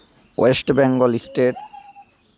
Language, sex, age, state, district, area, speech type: Santali, male, 30-45, West Bengal, Malda, rural, spontaneous